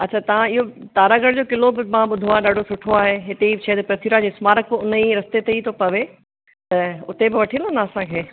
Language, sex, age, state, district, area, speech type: Sindhi, female, 30-45, Rajasthan, Ajmer, urban, conversation